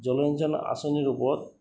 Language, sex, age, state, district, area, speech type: Assamese, male, 30-45, Assam, Goalpara, urban, spontaneous